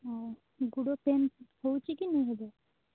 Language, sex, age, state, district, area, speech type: Odia, female, 18-30, Odisha, Kalahandi, rural, conversation